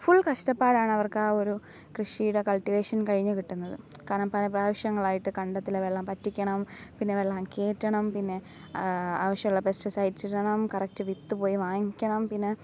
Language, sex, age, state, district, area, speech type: Malayalam, female, 18-30, Kerala, Alappuzha, rural, spontaneous